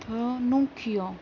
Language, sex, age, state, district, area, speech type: Urdu, female, 18-30, Uttar Pradesh, Gautam Buddha Nagar, urban, spontaneous